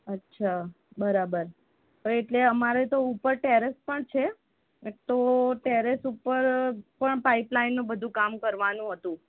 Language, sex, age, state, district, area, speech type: Gujarati, female, 30-45, Gujarat, Ahmedabad, urban, conversation